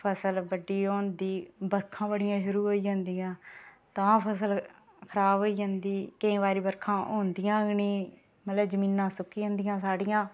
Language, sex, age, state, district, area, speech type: Dogri, female, 30-45, Jammu and Kashmir, Reasi, rural, spontaneous